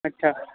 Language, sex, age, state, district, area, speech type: Sindhi, male, 18-30, Gujarat, Kutch, rural, conversation